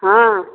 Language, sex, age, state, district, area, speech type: Maithili, female, 45-60, Bihar, Darbhanga, rural, conversation